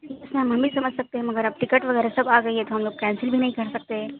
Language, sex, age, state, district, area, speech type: Urdu, female, 18-30, Uttar Pradesh, Mau, urban, conversation